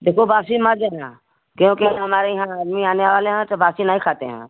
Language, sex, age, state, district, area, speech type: Hindi, female, 60+, Uttar Pradesh, Chandauli, rural, conversation